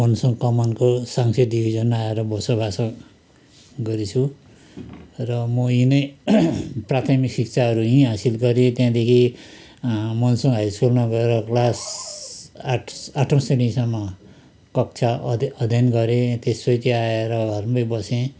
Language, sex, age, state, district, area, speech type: Nepali, male, 60+, West Bengal, Kalimpong, rural, spontaneous